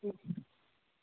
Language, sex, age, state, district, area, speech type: Kannada, female, 18-30, Karnataka, Bangalore Urban, rural, conversation